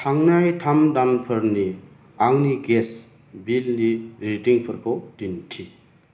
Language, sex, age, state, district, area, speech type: Bodo, male, 45-60, Assam, Chirang, rural, read